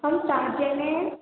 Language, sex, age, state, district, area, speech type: Hindi, female, 18-30, Rajasthan, Jodhpur, urban, conversation